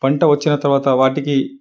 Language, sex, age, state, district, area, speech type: Telugu, male, 30-45, Telangana, Karimnagar, rural, spontaneous